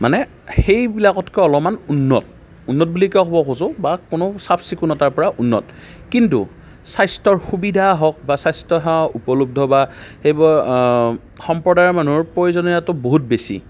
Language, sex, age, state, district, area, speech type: Assamese, male, 45-60, Assam, Darrang, urban, spontaneous